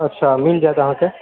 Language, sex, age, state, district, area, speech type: Maithili, male, 60+, Bihar, Purnia, urban, conversation